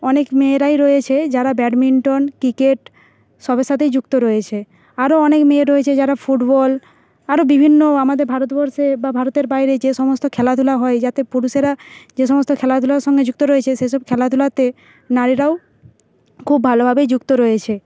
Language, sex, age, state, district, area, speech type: Bengali, female, 30-45, West Bengal, Nadia, urban, spontaneous